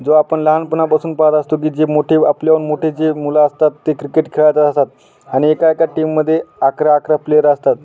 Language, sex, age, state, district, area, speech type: Marathi, male, 30-45, Maharashtra, Hingoli, urban, spontaneous